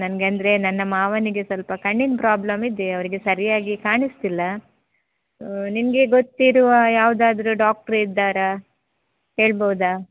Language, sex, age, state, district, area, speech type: Kannada, female, 30-45, Karnataka, Udupi, rural, conversation